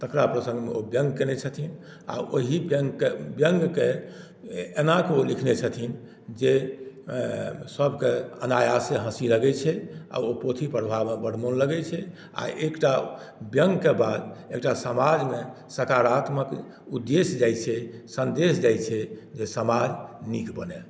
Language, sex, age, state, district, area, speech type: Maithili, male, 60+, Bihar, Madhubani, rural, spontaneous